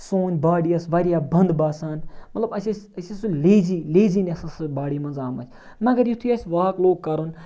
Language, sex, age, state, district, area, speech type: Kashmiri, male, 30-45, Jammu and Kashmir, Ganderbal, rural, spontaneous